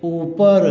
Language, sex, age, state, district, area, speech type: Hindi, male, 45-60, Uttar Pradesh, Azamgarh, rural, read